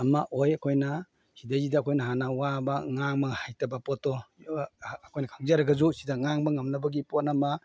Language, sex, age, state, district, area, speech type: Manipuri, male, 45-60, Manipur, Imphal East, rural, spontaneous